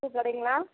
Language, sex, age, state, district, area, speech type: Tamil, female, 30-45, Tamil Nadu, Kallakurichi, rural, conversation